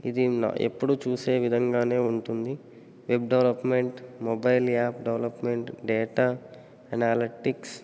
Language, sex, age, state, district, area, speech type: Telugu, male, 18-30, Telangana, Nagarkurnool, urban, spontaneous